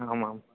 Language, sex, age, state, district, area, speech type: Sanskrit, male, 18-30, Maharashtra, Chandrapur, rural, conversation